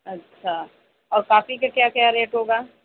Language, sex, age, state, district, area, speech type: Urdu, female, 18-30, Uttar Pradesh, Mau, urban, conversation